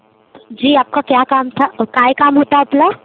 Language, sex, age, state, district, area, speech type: Marathi, female, 30-45, Maharashtra, Nagpur, rural, conversation